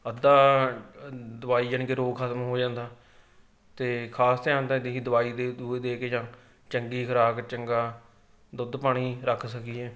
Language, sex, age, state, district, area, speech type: Punjabi, male, 18-30, Punjab, Fatehgarh Sahib, rural, spontaneous